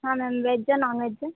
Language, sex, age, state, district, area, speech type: Kannada, female, 18-30, Karnataka, Gadag, rural, conversation